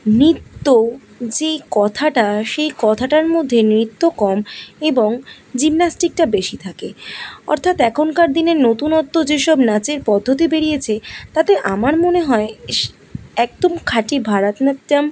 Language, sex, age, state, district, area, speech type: Bengali, female, 18-30, West Bengal, Kolkata, urban, spontaneous